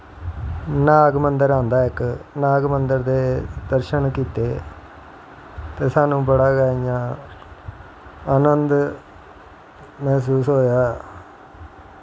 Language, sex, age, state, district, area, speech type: Dogri, male, 45-60, Jammu and Kashmir, Jammu, rural, spontaneous